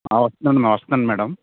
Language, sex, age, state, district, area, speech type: Telugu, male, 30-45, Andhra Pradesh, Konaseema, rural, conversation